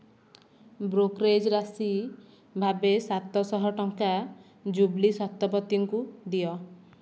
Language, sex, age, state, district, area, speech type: Odia, female, 18-30, Odisha, Nayagarh, rural, read